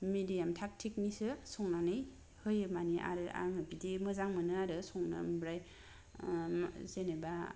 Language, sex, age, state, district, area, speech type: Bodo, female, 30-45, Assam, Kokrajhar, rural, spontaneous